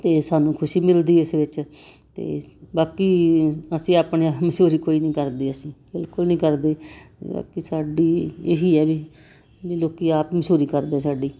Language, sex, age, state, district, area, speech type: Punjabi, female, 60+, Punjab, Muktsar, urban, spontaneous